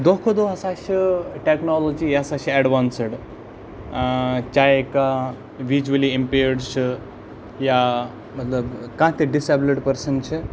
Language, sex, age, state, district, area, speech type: Kashmiri, male, 30-45, Jammu and Kashmir, Baramulla, urban, spontaneous